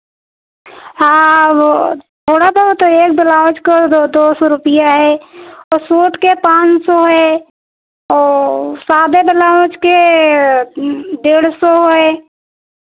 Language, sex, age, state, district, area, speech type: Hindi, female, 60+, Uttar Pradesh, Pratapgarh, rural, conversation